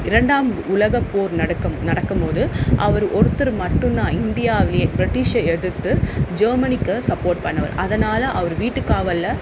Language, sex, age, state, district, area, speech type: Tamil, female, 30-45, Tamil Nadu, Vellore, urban, spontaneous